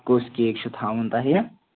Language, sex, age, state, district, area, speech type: Kashmiri, male, 18-30, Jammu and Kashmir, Ganderbal, rural, conversation